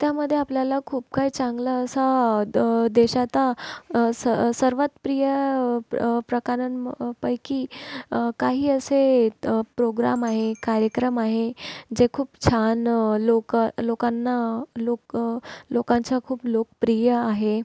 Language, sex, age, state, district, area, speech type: Marathi, female, 18-30, Maharashtra, Nagpur, urban, spontaneous